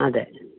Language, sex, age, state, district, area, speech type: Malayalam, female, 60+, Kerala, Palakkad, rural, conversation